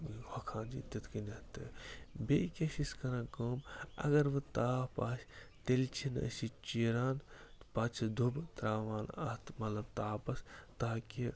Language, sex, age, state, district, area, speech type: Kashmiri, male, 30-45, Jammu and Kashmir, Srinagar, urban, spontaneous